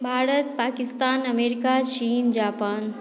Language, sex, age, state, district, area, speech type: Maithili, female, 30-45, Bihar, Madhubani, rural, spontaneous